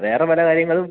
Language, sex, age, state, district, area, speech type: Malayalam, male, 18-30, Kerala, Idukki, rural, conversation